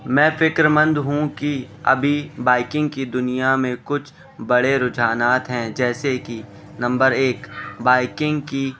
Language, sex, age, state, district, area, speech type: Urdu, male, 18-30, Delhi, East Delhi, urban, spontaneous